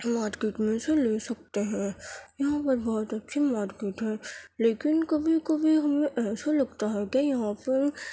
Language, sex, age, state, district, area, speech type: Urdu, female, 45-60, Delhi, Central Delhi, urban, spontaneous